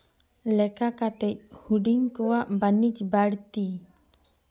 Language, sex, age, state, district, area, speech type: Santali, female, 18-30, West Bengal, Jhargram, rural, spontaneous